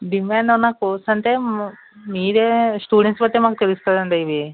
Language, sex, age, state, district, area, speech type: Telugu, male, 60+, Andhra Pradesh, West Godavari, rural, conversation